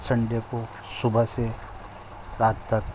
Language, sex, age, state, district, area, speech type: Urdu, male, 45-60, Delhi, Central Delhi, urban, spontaneous